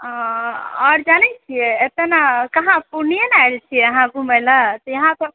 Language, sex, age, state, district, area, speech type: Maithili, female, 45-60, Bihar, Purnia, rural, conversation